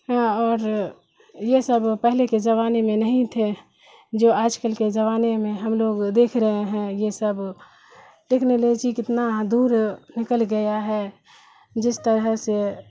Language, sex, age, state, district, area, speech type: Urdu, female, 60+, Bihar, Khagaria, rural, spontaneous